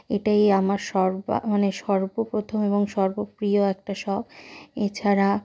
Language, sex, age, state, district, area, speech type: Bengali, female, 60+, West Bengal, Purulia, rural, spontaneous